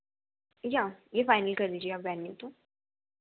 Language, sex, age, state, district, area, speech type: Hindi, female, 18-30, Madhya Pradesh, Ujjain, urban, conversation